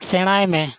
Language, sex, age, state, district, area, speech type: Santali, male, 30-45, Jharkhand, East Singhbhum, rural, read